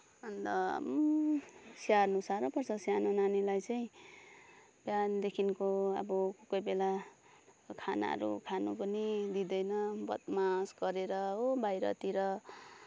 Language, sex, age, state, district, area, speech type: Nepali, female, 30-45, West Bengal, Kalimpong, rural, spontaneous